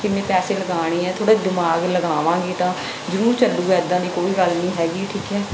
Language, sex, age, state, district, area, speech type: Punjabi, female, 30-45, Punjab, Bathinda, urban, spontaneous